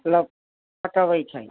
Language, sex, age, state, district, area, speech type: Maithili, female, 60+, Bihar, Sitamarhi, rural, conversation